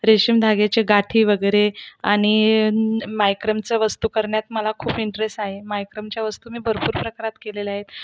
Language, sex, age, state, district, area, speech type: Marathi, female, 30-45, Maharashtra, Buldhana, urban, spontaneous